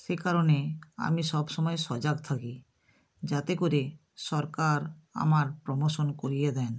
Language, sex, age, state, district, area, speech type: Bengali, female, 60+, West Bengal, North 24 Parganas, rural, spontaneous